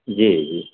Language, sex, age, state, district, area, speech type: Maithili, male, 30-45, Bihar, Begusarai, urban, conversation